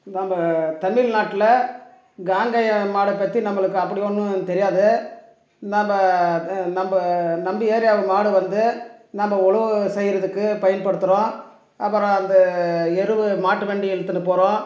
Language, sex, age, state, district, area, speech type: Tamil, male, 45-60, Tamil Nadu, Dharmapuri, rural, spontaneous